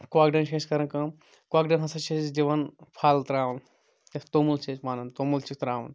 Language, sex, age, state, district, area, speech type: Kashmiri, male, 18-30, Jammu and Kashmir, Kulgam, rural, spontaneous